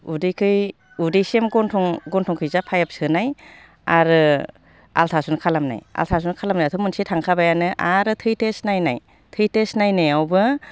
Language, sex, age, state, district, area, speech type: Bodo, female, 30-45, Assam, Baksa, rural, spontaneous